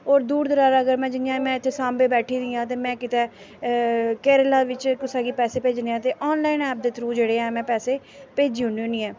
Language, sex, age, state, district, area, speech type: Dogri, female, 18-30, Jammu and Kashmir, Samba, rural, spontaneous